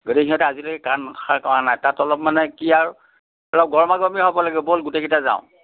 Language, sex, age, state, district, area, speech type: Assamese, male, 60+, Assam, Nagaon, rural, conversation